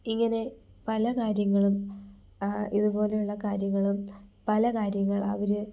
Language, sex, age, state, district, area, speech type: Malayalam, female, 18-30, Kerala, Kollam, rural, spontaneous